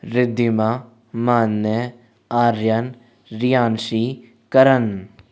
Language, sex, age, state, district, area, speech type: Hindi, male, 18-30, Rajasthan, Jaipur, urban, spontaneous